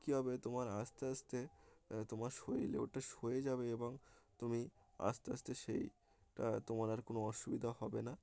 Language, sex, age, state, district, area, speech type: Bengali, male, 18-30, West Bengal, Uttar Dinajpur, urban, spontaneous